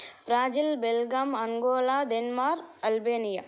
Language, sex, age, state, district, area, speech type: Telugu, female, 18-30, Andhra Pradesh, Sri Balaji, rural, spontaneous